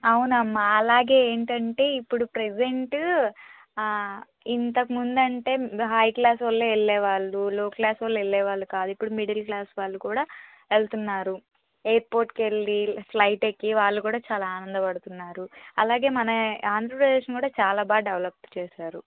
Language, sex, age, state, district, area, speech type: Telugu, female, 30-45, Andhra Pradesh, Palnadu, urban, conversation